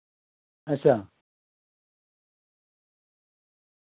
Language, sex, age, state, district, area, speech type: Dogri, female, 45-60, Jammu and Kashmir, Reasi, rural, conversation